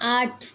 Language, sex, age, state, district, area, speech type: Hindi, female, 18-30, Uttar Pradesh, Azamgarh, urban, read